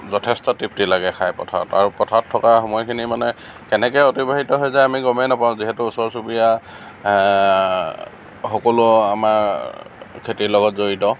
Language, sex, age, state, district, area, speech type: Assamese, male, 45-60, Assam, Lakhimpur, rural, spontaneous